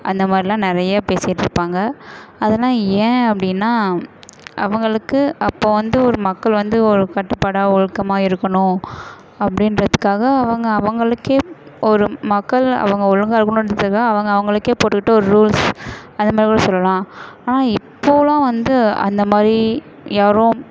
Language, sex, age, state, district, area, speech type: Tamil, female, 18-30, Tamil Nadu, Perambalur, urban, spontaneous